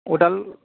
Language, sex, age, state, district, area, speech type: Bodo, male, 45-60, Assam, Udalguri, rural, conversation